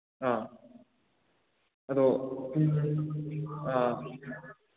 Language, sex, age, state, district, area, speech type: Manipuri, male, 18-30, Manipur, Kakching, rural, conversation